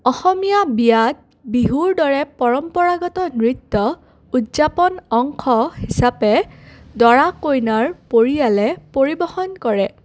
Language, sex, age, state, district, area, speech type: Assamese, female, 18-30, Assam, Udalguri, rural, spontaneous